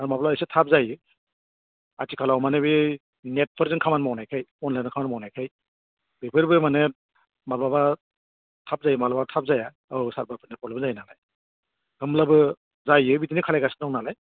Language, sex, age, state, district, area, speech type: Bodo, male, 60+, Assam, Udalguri, urban, conversation